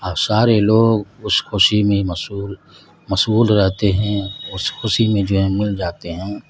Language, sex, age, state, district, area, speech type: Urdu, male, 45-60, Bihar, Madhubani, rural, spontaneous